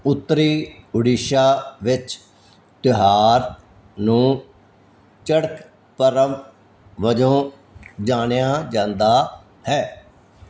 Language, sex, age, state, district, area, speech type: Punjabi, male, 60+, Punjab, Fazilka, rural, read